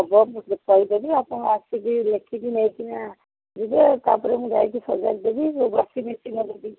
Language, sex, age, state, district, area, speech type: Odia, female, 60+, Odisha, Gajapati, rural, conversation